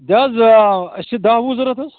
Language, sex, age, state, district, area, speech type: Kashmiri, male, 30-45, Jammu and Kashmir, Bandipora, rural, conversation